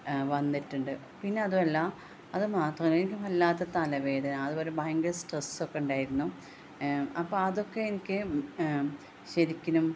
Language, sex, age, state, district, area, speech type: Malayalam, female, 30-45, Kerala, Malappuram, rural, spontaneous